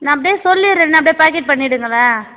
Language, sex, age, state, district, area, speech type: Tamil, female, 30-45, Tamil Nadu, Tiruvannamalai, rural, conversation